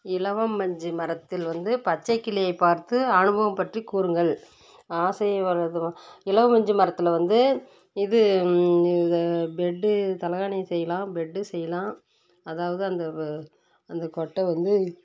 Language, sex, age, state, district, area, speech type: Tamil, female, 30-45, Tamil Nadu, Tirupattur, rural, spontaneous